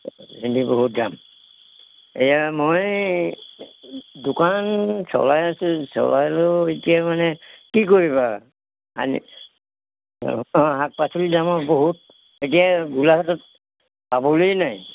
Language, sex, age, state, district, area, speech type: Assamese, male, 60+, Assam, Golaghat, rural, conversation